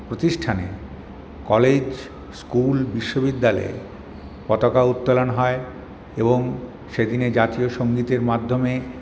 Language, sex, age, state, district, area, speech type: Bengali, male, 60+, West Bengal, Paschim Bardhaman, urban, spontaneous